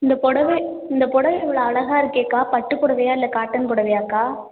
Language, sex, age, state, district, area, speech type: Tamil, female, 18-30, Tamil Nadu, Ariyalur, rural, conversation